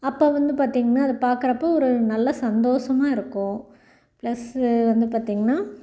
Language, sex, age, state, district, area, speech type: Tamil, female, 45-60, Tamil Nadu, Salem, rural, spontaneous